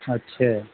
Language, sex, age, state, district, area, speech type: Urdu, male, 45-60, Bihar, Saharsa, rural, conversation